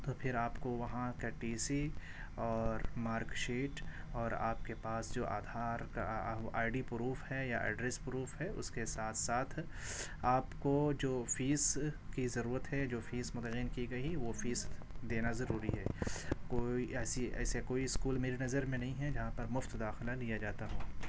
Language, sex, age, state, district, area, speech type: Urdu, male, 45-60, Delhi, Central Delhi, urban, spontaneous